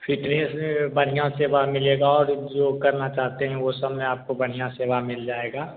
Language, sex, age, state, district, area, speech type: Hindi, male, 18-30, Bihar, Begusarai, rural, conversation